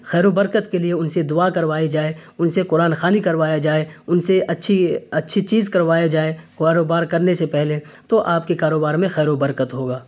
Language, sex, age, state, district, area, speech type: Urdu, male, 30-45, Bihar, Darbhanga, rural, spontaneous